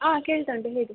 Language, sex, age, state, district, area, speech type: Kannada, female, 18-30, Karnataka, Udupi, rural, conversation